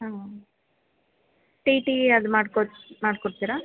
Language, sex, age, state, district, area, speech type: Kannada, female, 18-30, Karnataka, Chamarajanagar, rural, conversation